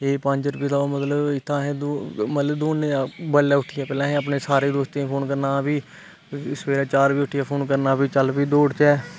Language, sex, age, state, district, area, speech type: Dogri, male, 18-30, Jammu and Kashmir, Kathua, rural, spontaneous